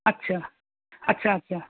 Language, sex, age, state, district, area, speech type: Bengali, male, 45-60, West Bengal, Malda, rural, conversation